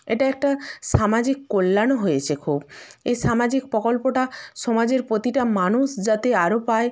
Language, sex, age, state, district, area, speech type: Bengali, female, 30-45, West Bengal, Purba Medinipur, rural, spontaneous